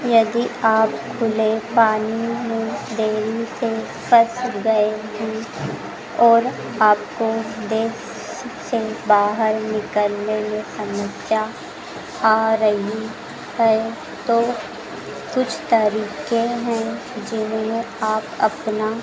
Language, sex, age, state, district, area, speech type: Hindi, female, 18-30, Madhya Pradesh, Harda, urban, spontaneous